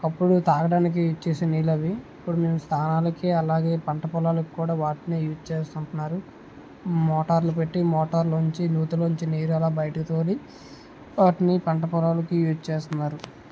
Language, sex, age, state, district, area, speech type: Telugu, male, 60+, Andhra Pradesh, Vizianagaram, rural, spontaneous